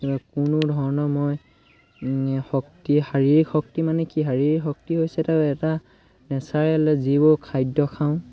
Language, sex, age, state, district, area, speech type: Assamese, male, 18-30, Assam, Sivasagar, rural, spontaneous